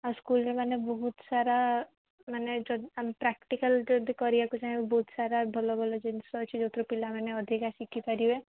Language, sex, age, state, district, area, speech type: Odia, female, 18-30, Odisha, Sundergarh, urban, conversation